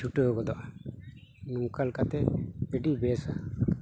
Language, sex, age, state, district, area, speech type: Santali, male, 45-60, West Bengal, Malda, rural, spontaneous